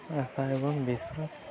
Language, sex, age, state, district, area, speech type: Odia, male, 18-30, Odisha, Nuapada, urban, spontaneous